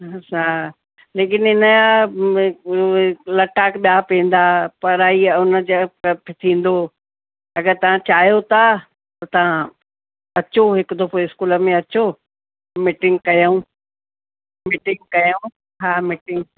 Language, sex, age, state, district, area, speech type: Sindhi, female, 45-60, Delhi, South Delhi, urban, conversation